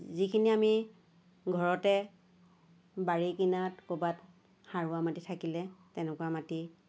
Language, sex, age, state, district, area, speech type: Assamese, female, 60+, Assam, Lakhimpur, rural, spontaneous